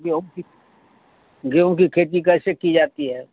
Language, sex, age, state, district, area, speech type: Hindi, male, 60+, Uttar Pradesh, Mau, urban, conversation